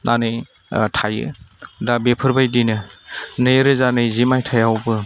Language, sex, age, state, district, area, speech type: Bodo, male, 30-45, Assam, Udalguri, rural, spontaneous